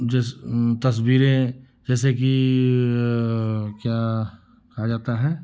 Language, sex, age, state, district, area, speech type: Hindi, male, 30-45, Uttar Pradesh, Chandauli, urban, spontaneous